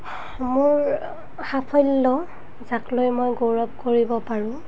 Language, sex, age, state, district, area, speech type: Assamese, female, 30-45, Assam, Nalbari, rural, spontaneous